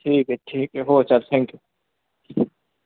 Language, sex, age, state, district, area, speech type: Marathi, male, 18-30, Maharashtra, Osmanabad, rural, conversation